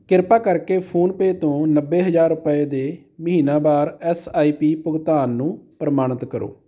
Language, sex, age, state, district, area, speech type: Punjabi, male, 30-45, Punjab, Amritsar, rural, read